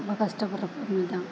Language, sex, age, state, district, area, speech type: Tamil, female, 60+, Tamil Nadu, Perambalur, rural, spontaneous